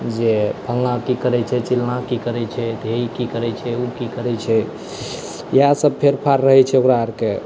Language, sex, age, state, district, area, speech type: Maithili, male, 18-30, Bihar, Saharsa, rural, spontaneous